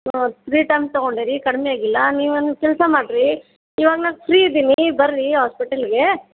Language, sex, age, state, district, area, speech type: Kannada, female, 30-45, Karnataka, Gadag, rural, conversation